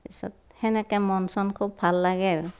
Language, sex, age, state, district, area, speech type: Assamese, female, 60+, Assam, Darrang, rural, spontaneous